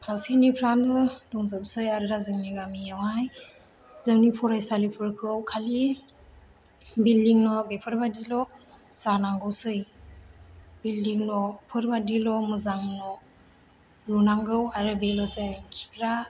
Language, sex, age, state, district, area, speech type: Bodo, female, 18-30, Assam, Chirang, rural, spontaneous